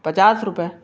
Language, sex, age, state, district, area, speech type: Hindi, male, 18-30, Madhya Pradesh, Bhopal, urban, spontaneous